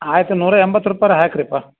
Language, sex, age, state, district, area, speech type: Kannada, male, 60+, Karnataka, Dharwad, rural, conversation